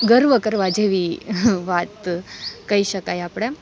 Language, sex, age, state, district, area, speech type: Gujarati, female, 18-30, Gujarat, Rajkot, urban, spontaneous